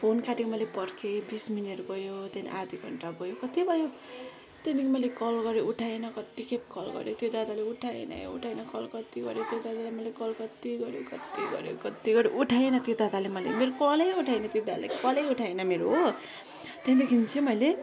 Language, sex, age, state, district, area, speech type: Nepali, female, 18-30, West Bengal, Kalimpong, rural, spontaneous